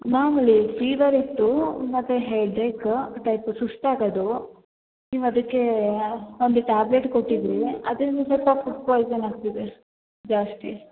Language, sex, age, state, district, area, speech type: Kannada, female, 18-30, Karnataka, Hassan, urban, conversation